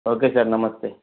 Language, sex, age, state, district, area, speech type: Telugu, male, 45-60, Andhra Pradesh, Eluru, urban, conversation